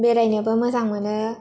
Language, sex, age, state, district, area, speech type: Bodo, female, 18-30, Assam, Kokrajhar, urban, spontaneous